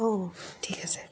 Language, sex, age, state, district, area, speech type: Assamese, female, 18-30, Assam, Dibrugarh, urban, spontaneous